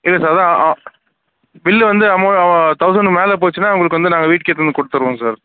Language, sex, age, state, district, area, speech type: Tamil, male, 45-60, Tamil Nadu, Sivaganga, urban, conversation